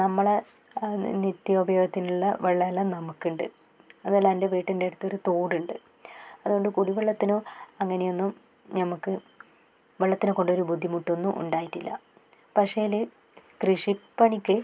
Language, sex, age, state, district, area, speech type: Malayalam, female, 30-45, Kerala, Kannur, rural, spontaneous